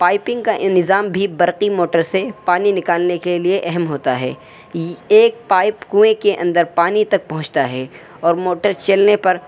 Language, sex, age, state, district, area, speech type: Urdu, male, 18-30, Uttar Pradesh, Saharanpur, urban, spontaneous